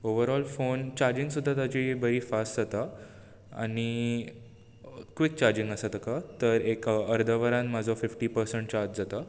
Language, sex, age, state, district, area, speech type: Goan Konkani, male, 18-30, Goa, Bardez, urban, spontaneous